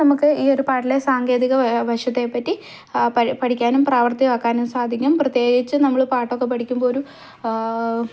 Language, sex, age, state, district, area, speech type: Malayalam, female, 18-30, Kerala, Idukki, rural, spontaneous